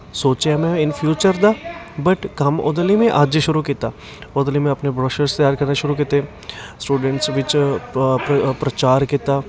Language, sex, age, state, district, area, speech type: Punjabi, male, 18-30, Punjab, Patiala, urban, spontaneous